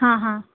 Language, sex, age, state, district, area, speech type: Marathi, female, 30-45, Maharashtra, Thane, urban, conversation